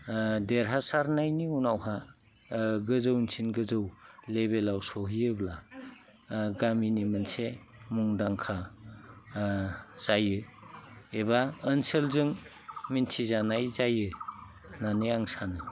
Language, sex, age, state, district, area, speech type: Bodo, male, 45-60, Assam, Udalguri, rural, spontaneous